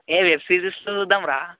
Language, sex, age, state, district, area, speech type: Telugu, male, 18-30, Telangana, Vikarabad, urban, conversation